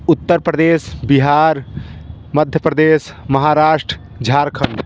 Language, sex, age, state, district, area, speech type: Hindi, male, 30-45, Uttar Pradesh, Bhadohi, rural, spontaneous